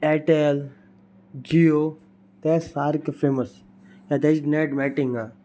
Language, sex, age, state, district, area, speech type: Goan Konkani, male, 18-30, Goa, Salcete, rural, spontaneous